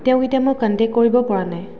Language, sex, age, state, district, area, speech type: Assamese, female, 18-30, Assam, Dhemaji, rural, spontaneous